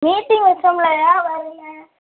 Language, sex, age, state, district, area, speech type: Tamil, female, 18-30, Tamil Nadu, Thoothukudi, rural, conversation